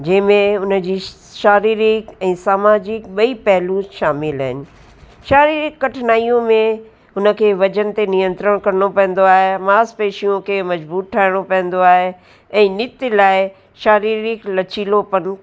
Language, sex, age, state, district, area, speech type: Sindhi, female, 60+, Uttar Pradesh, Lucknow, rural, spontaneous